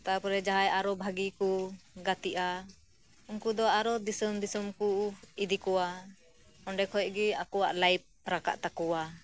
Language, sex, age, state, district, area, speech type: Santali, female, 30-45, West Bengal, Birbhum, rural, spontaneous